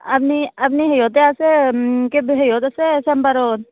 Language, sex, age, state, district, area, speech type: Assamese, female, 18-30, Assam, Barpeta, rural, conversation